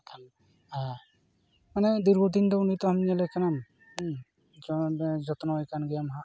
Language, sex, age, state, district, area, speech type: Santali, male, 30-45, West Bengal, Jhargram, rural, spontaneous